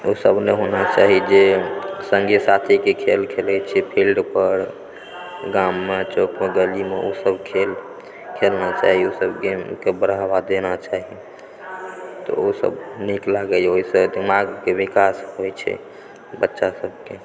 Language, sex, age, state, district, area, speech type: Maithili, male, 18-30, Bihar, Supaul, rural, spontaneous